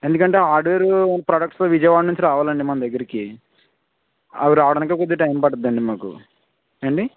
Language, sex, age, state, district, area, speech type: Telugu, male, 18-30, Andhra Pradesh, West Godavari, rural, conversation